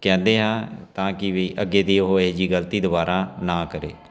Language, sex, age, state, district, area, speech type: Punjabi, male, 45-60, Punjab, Fatehgarh Sahib, urban, spontaneous